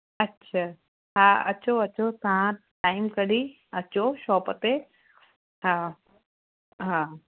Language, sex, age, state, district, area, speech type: Sindhi, female, 45-60, Uttar Pradesh, Lucknow, urban, conversation